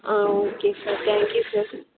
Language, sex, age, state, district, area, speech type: Tamil, female, 18-30, Tamil Nadu, Chengalpattu, urban, conversation